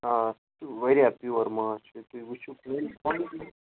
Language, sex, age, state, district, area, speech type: Kashmiri, male, 45-60, Jammu and Kashmir, Ganderbal, rural, conversation